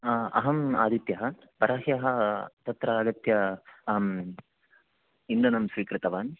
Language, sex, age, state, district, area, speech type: Sanskrit, male, 18-30, Karnataka, Chikkamagaluru, rural, conversation